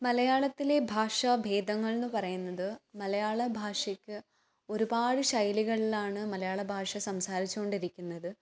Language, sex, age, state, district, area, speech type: Malayalam, female, 18-30, Kerala, Kannur, urban, spontaneous